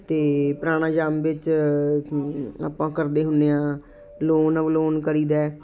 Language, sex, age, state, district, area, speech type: Punjabi, female, 45-60, Punjab, Muktsar, urban, spontaneous